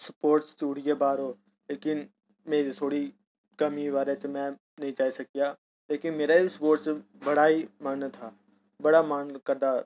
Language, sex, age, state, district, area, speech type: Dogri, male, 30-45, Jammu and Kashmir, Udhampur, urban, spontaneous